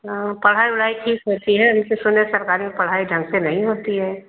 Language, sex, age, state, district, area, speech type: Hindi, female, 60+, Uttar Pradesh, Ayodhya, rural, conversation